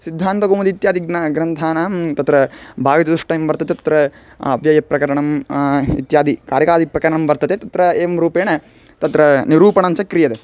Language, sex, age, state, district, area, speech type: Sanskrit, male, 18-30, Karnataka, Chitradurga, rural, spontaneous